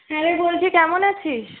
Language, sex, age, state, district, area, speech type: Bengali, female, 18-30, West Bengal, Purulia, urban, conversation